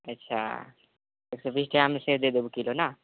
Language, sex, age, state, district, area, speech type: Maithili, male, 18-30, Bihar, Purnia, rural, conversation